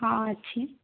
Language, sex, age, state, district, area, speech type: Odia, female, 18-30, Odisha, Kandhamal, rural, conversation